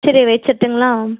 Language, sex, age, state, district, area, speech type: Tamil, female, 18-30, Tamil Nadu, Erode, rural, conversation